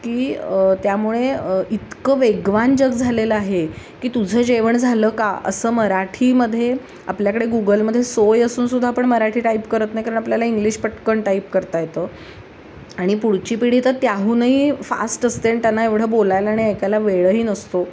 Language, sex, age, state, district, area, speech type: Marathi, female, 45-60, Maharashtra, Sangli, urban, spontaneous